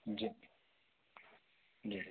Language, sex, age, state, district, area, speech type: Hindi, male, 45-60, Madhya Pradesh, Betul, urban, conversation